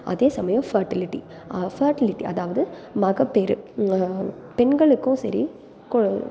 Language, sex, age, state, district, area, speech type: Tamil, female, 18-30, Tamil Nadu, Salem, urban, spontaneous